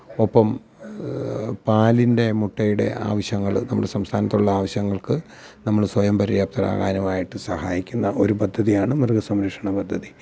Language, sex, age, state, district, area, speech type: Malayalam, male, 45-60, Kerala, Alappuzha, rural, spontaneous